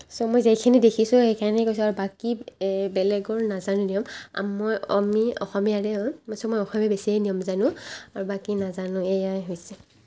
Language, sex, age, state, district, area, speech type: Assamese, female, 18-30, Assam, Barpeta, rural, spontaneous